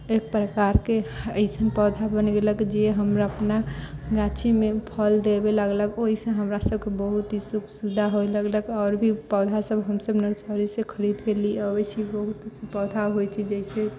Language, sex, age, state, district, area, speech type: Maithili, female, 30-45, Bihar, Sitamarhi, rural, spontaneous